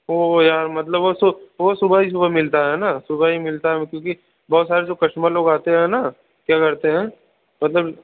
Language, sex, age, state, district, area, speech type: Hindi, male, 18-30, Uttar Pradesh, Bhadohi, urban, conversation